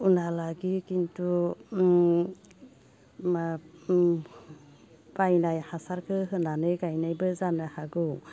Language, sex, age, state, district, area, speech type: Bodo, female, 60+, Assam, Baksa, urban, spontaneous